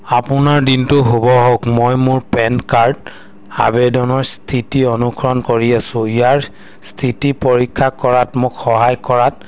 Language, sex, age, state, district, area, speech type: Assamese, male, 30-45, Assam, Sivasagar, urban, read